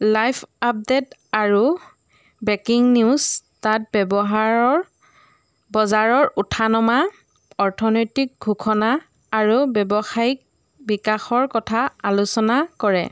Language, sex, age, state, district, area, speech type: Assamese, female, 45-60, Assam, Jorhat, urban, spontaneous